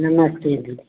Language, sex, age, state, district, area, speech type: Hindi, female, 60+, Uttar Pradesh, Varanasi, rural, conversation